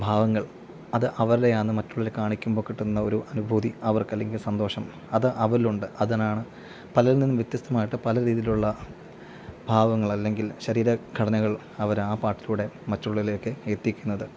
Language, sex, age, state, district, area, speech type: Malayalam, male, 30-45, Kerala, Pathanamthitta, rural, spontaneous